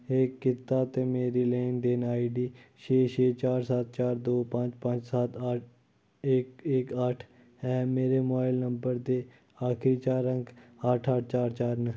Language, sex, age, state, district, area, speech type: Dogri, male, 30-45, Jammu and Kashmir, Kathua, rural, read